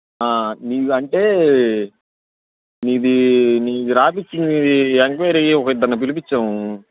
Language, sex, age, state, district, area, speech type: Telugu, male, 18-30, Andhra Pradesh, Bapatla, rural, conversation